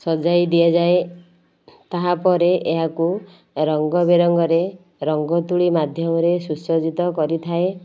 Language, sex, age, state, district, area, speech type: Odia, female, 30-45, Odisha, Nayagarh, rural, spontaneous